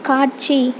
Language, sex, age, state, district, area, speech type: Tamil, female, 18-30, Tamil Nadu, Mayiladuthurai, urban, read